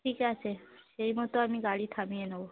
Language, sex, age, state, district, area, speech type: Bengali, female, 30-45, West Bengal, Darjeeling, urban, conversation